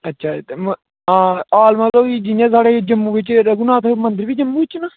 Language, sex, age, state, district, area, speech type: Dogri, male, 18-30, Jammu and Kashmir, Jammu, rural, conversation